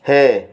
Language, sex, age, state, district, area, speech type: Odia, male, 60+, Odisha, Balasore, rural, read